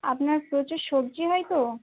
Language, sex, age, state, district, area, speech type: Bengali, female, 18-30, West Bengal, Birbhum, urban, conversation